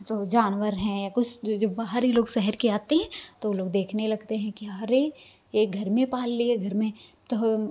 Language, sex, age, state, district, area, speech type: Hindi, female, 45-60, Uttar Pradesh, Hardoi, rural, spontaneous